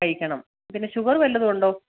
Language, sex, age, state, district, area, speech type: Malayalam, female, 30-45, Kerala, Idukki, rural, conversation